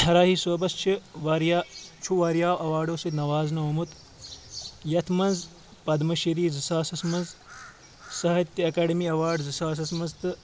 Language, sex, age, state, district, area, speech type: Kashmiri, male, 18-30, Jammu and Kashmir, Kulgam, rural, spontaneous